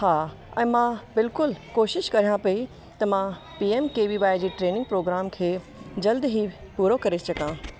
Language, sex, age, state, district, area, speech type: Sindhi, female, 30-45, Rajasthan, Ajmer, urban, spontaneous